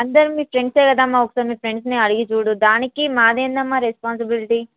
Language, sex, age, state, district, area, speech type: Telugu, female, 18-30, Telangana, Hyderabad, rural, conversation